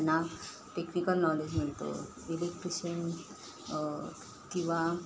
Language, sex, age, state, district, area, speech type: Marathi, female, 30-45, Maharashtra, Ratnagiri, rural, spontaneous